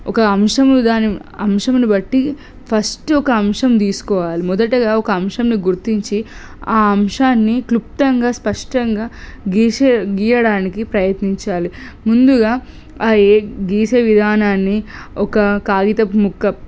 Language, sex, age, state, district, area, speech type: Telugu, female, 18-30, Telangana, Suryapet, urban, spontaneous